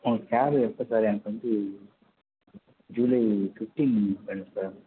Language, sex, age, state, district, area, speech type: Tamil, male, 18-30, Tamil Nadu, Tiruvarur, rural, conversation